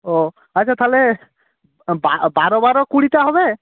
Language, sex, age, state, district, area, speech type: Bengali, male, 18-30, West Bengal, Jalpaiguri, rural, conversation